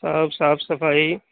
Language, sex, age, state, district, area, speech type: Urdu, male, 45-60, Uttar Pradesh, Gautam Buddha Nagar, rural, conversation